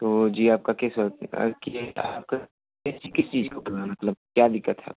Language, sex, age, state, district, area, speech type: Hindi, male, 18-30, Uttar Pradesh, Ghazipur, rural, conversation